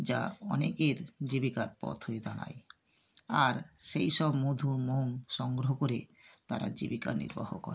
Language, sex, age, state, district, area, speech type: Bengali, female, 60+, West Bengal, North 24 Parganas, rural, spontaneous